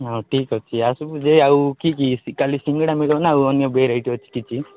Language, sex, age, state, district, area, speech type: Odia, male, 30-45, Odisha, Nabarangpur, urban, conversation